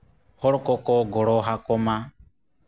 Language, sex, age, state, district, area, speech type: Santali, male, 18-30, Jharkhand, East Singhbhum, rural, spontaneous